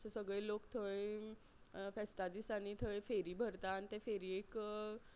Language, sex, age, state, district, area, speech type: Goan Konkani, female, 30-45, Goa, Quepem, rural, spontaneous